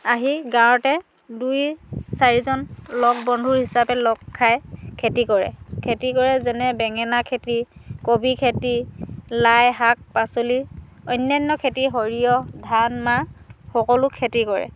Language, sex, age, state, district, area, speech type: Assamese, female, 30-45, Assam, Dhemaji, rural, spontaneous